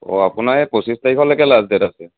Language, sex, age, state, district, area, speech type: Assamese, male, 18-30, Assam, Dhemaji, rural, conversation